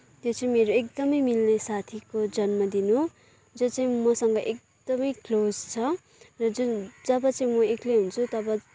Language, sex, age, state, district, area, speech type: Nepali, female, 18-30, West Bengal, Kalimpong, rural, spontaneous